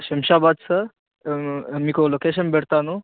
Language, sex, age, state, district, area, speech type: Telugu, male, 18-30, Telangana, Ranga Reddy, urban, conversation